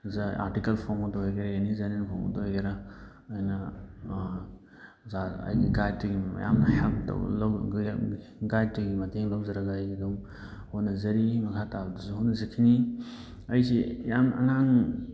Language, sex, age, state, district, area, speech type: Manipuri, male, 30-45, Manipur, Thoubal, rural, spontaneous